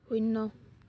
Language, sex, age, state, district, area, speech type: Assamese, female, 18-30, Assam, Dibrugarh, rural, read